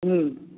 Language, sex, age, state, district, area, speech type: Maithili, male, 60+, Bihar, Supaul, rural, conversation